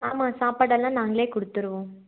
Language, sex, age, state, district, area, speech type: Tamil, female, 18-30, Tamil Nadu, Nilgiris, rural, conversation